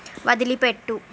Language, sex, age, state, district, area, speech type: Telugu, female, 18-30, Andhra Pradesh, Srikakulam, urban, read